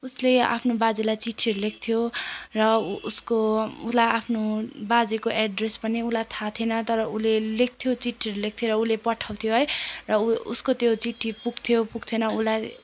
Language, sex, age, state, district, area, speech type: Nepali, female, 18-30, West Bengal, Darjeeling, rural, spontaneous